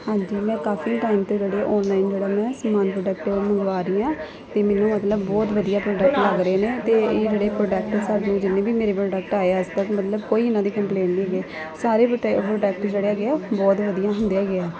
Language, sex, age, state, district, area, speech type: Punjabi, female, 30-45, Punjab, Gurdaspur, urban, spontaneous